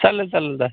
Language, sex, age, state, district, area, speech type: Marathi, male, 30-45, Maharashtra, Amravati, rural, conversation